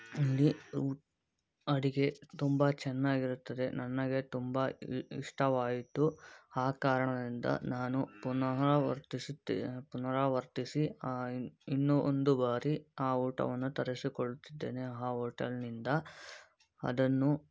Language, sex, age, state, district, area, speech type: Kannada, male, 18-30, Karnataka, Davanagere, urban, spontaneous